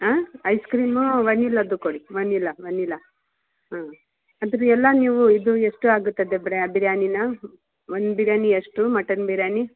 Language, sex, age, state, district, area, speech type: Kannada, female, 45-60, Karnataka, Mysore, urban, conversation